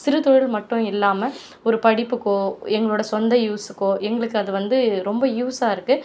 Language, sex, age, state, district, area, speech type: Tamil, female, 45-60, Tamil Nadu, Cuddalore, rural, spontaneous